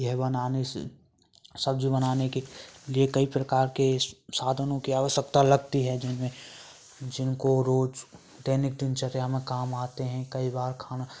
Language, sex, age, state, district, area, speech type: Hindi, male, 18-30, Rajasthan, Bharatpur, rural, spontaneous